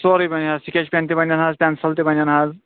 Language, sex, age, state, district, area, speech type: Kashmiri, male, 30-45, Jammu and Kashmir, Kulgam, rural, conversation